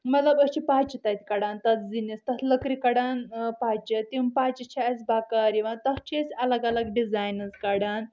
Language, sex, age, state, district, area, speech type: Kashmiri, male, 18-30, Jammu and Kashmir, Budgam, rural, spontaneous